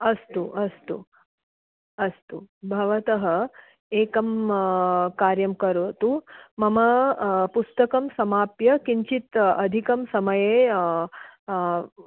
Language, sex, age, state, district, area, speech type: Sanskrit, female, 45-60, Karnataka, Belgaum, urban, conversation